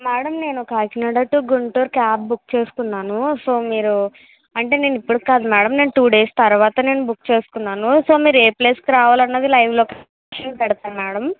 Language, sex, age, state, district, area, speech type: Telugu, female, 60+, Andhra Pradesh, Kakinada, rural, conversation